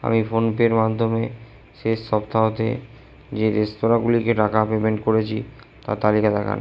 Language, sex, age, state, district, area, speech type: Bengali, male, 18-30, West Bengal, Purba Bardhaman, urban, read